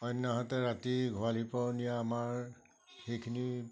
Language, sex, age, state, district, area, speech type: Assamese, male, 60+, Assam, Majuli, rural, spontaneous